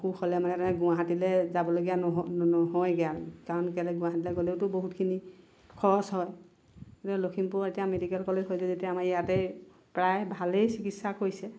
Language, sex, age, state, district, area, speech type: Assamese, female, 45-60, Assam, Lakhimpur, rural, spontaneous